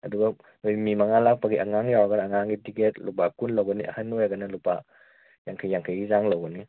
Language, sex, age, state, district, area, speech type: Manipuri, male, 18-30, Manipur, Kakching, rural, conversation